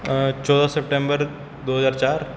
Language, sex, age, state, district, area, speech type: Punjabi, male, 18-30, Punjab, Kapurthala, urban, spontaneous